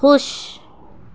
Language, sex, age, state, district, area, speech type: Urdu, female, 18-30, Maharashtra, Nashik, rural, read